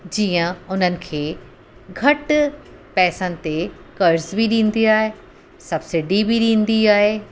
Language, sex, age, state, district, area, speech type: Sindhi, female, 45-60, Uttar Pradesh, Lucknow, rural, spontaneous